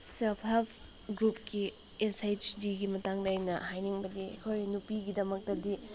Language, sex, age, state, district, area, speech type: Manipuri, female, 18-30, Manipur, Senapati, rural, spontaneous